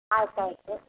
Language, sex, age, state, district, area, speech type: Kannada, female, 60+, Karnataka, Udupi, urban, conversation